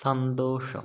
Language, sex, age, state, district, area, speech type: Malayalam, male, 18-30, Kerala, Wayanad, rural, read